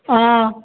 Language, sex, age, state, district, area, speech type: Assamese, female, 60+, Assam, Barpeta, rural, conversation